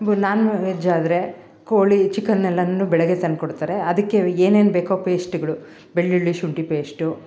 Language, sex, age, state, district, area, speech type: Kannada, female, 45-60, Karnataka, Bangalore Rural, rural, spontaneous